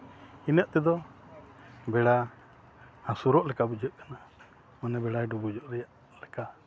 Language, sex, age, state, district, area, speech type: Santali, male, 45-60, Jharkhand, East Singhbhum, rural, spontaneous